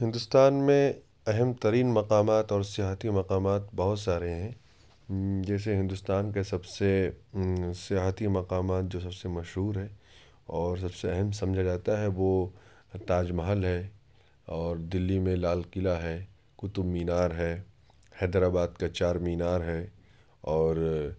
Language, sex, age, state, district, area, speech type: Urdu, male, 18-30, Uttar Pradesh, Ghaziabad, urban, spontaneous